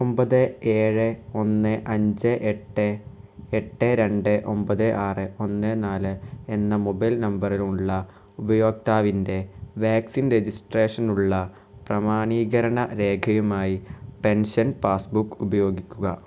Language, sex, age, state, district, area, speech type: Malayalam, male, 18-30, Kerala, Malappuram, rural, read